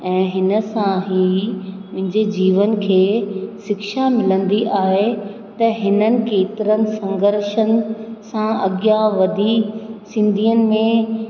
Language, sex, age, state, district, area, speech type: Sindhi, female, 30-45, Rajasthan, Ajmer, urban, spontaneous